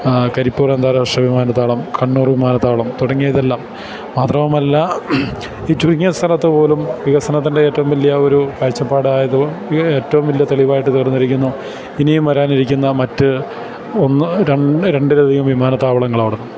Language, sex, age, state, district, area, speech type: Malayalam, male, 45-60, Kerala, Kottayam, urban, spontaneous